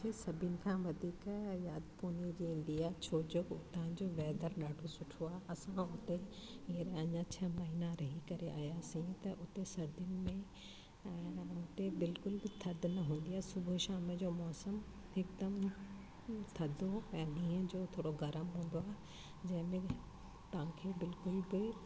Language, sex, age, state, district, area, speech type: Sindhi, female, 60+, Delhi, South Delhi, urban, spontaneous